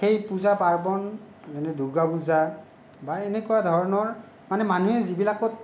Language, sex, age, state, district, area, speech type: Assamese, male, 45-60, Assam, Kamrup Metropolitan, urban, spontaneous